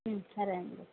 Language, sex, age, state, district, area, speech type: Telugu, female, 18-30, Andhra Pradesh, Kadapa, rural, conversation